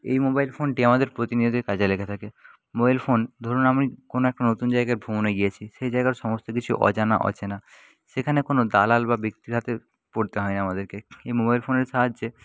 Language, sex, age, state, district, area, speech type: Bengali, male, 18-30, West Bengal, Jhargram, rural, spontaneous